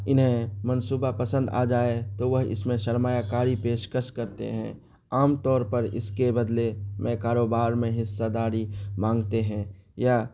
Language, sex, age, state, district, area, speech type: Urdu, male, 18-30, Bihar, Araria, rural, spontaneous